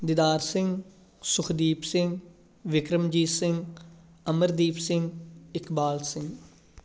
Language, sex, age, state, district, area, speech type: Punjabi, male, 18-30, Punjab, Gurdaspur, rural, spontaneous